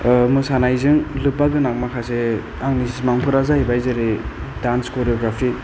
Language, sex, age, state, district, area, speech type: Bodo, male, 30-45, Assam, Kokrajhar, rural, spontaneous